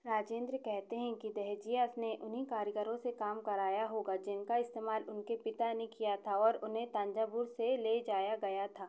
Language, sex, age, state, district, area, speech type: Hindi, female, 30-45, Madhya Pradesh, Chhindwara, urban, read